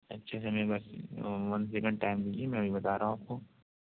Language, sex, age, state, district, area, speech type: Urdu, male, 60+, Uttar Pradesh, Lucknow, urban, conversation